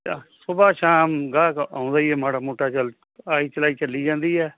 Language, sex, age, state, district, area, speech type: Punjabi, male, 60+, Punjab, Muktsar, urban, conversation